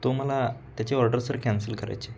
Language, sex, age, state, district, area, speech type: Marathi, male, 18-30, Maharashtra, Sangli, urban, spontaneous